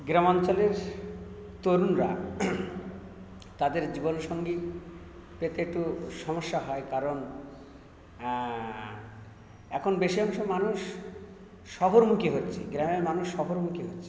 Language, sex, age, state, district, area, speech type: Bengali, male, 60+, West Bengal, South 24 Parganas, rural, spontaneous